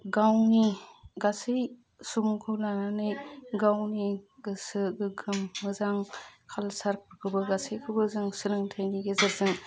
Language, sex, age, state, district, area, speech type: Bodo, female, 30-45, Assam, Udalguri, urban, spontaneous